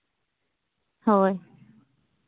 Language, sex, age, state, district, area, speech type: Santali, female, 18-30, Jharkhand, Seraikela Kharsawan, rural, conversation